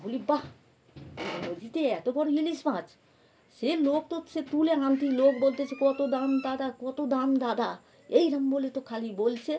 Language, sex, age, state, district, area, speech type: Bengali, female, 60+, West Bengal, North 24 Parganas, urban, spontaneous